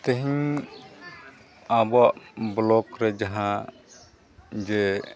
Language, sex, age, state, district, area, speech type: Santali, male, 45-60, Jharkhand, East Singhbhum, rural, spontaneous